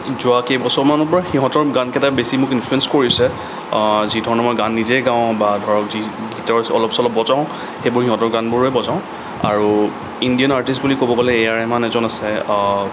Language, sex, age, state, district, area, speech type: Assamese, male, 18-30, Assam, Kamrup Metropolitan, urban, spontaneous